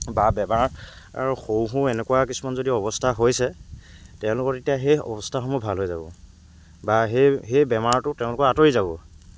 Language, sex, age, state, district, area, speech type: Assamese, male, 18-30, Assam, Lakhimpur, rural, spontaneous